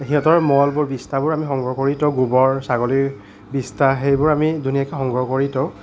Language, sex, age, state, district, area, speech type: Assamese, male, 60+, Assam, Nagaon, rural, spontaneous